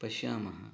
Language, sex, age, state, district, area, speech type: Sanskrit, male, 30-45, Karnataka, Uttara Kannada, rural, spontaneous